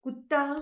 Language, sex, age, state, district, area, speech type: Punjabi, female, 30-45, Punjab, Rupnagar, urban, read